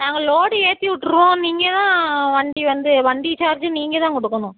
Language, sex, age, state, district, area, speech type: Tamil, female, 45-60, Tamil Nadu, Thoothukudi, rural, conversation